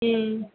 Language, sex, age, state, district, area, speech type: Tamil, female, 18-30, Tamil Nadu, Tiruvallur, urban, conversation